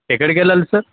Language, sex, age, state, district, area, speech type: Telugu, male, 18-30, Telangana, Mancherial, rural, conversation